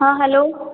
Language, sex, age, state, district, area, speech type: Maithili, female, 45-60, Bihar, Sitamarhi, urban, conversation